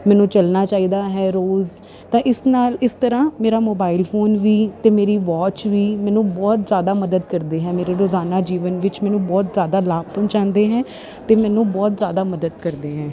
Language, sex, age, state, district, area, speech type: Punjabi, female, 30-45, Punjab, Ludhiana, urban, spontaneous